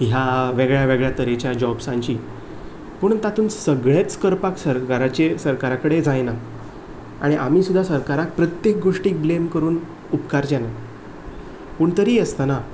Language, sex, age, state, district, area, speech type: Goan Konkani, male, 18-30, Goa, Ponda, rural, spontaneous